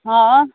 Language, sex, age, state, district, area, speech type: Maithili, female, 45-60, Bihar, Muzaffarpur, urban, conversation